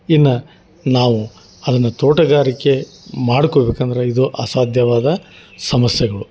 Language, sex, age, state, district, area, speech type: Kannada, male, 45-60, Karnataka, Gadag, rural, spontaneous